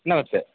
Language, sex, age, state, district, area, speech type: Kannada, male, 60+, Karnataka, Udupi, rural, conversation